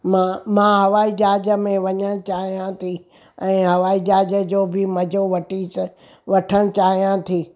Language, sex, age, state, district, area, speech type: Sindhi, female, 60+, Gujarat, Surat, urban, spontaneous